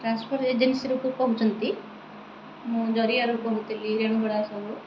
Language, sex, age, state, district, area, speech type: Odia, female, 30-45, Odisha, Kendrapara, urban, spontaneous